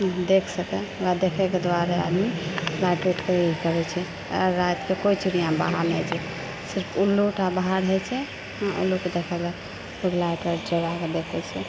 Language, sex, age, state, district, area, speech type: Maithili, female, 45-60, Bihar, Purnia, rural, spontaneous